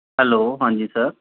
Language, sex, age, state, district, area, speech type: Punjabi, male, 45-60, Punjab, Pathankot, rural, conversation